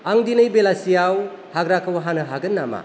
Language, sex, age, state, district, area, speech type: Bodo, male, 30-45, Assam, Kokrajhar, urban, read